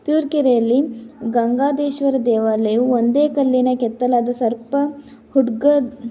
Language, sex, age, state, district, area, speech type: Kannada, female, 18-30, Karnataka, Tumkur, rural, spontaneous